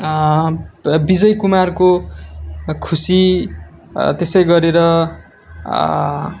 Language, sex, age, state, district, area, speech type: Nepali, male, 18-30, West Bengal, Darjeeling, rural, spontaneous